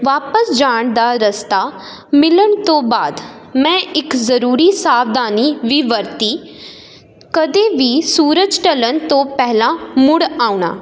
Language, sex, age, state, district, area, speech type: Punjabi, female, 18-30, Punjab, Jalandhar, urban, spontaneous